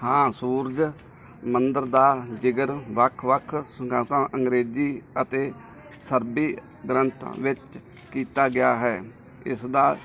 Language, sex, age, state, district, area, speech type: Punjabi, male, 45-60, Punjab, Mansa, urban, read